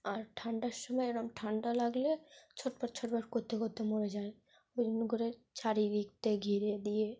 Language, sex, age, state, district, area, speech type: Bengali, female, 18-30, West Bengal, Dakshin Dinajpur, urban, spontaneous